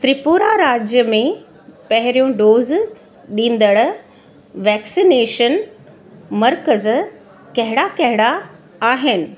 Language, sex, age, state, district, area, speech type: Sindhi, female, 45-60, Gujarat, Surat, urban, read